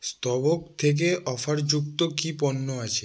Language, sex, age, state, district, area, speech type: Bengali, male, 18-30, West Bengal, South 24 Parganas, rural, read